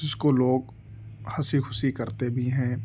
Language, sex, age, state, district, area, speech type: Urdu, male, 18-30, Delhi, East Delhi, urban, spontaneous